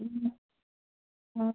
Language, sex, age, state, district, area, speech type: Bengali, female, 18-30, West Bengal, Malda, rural, conversation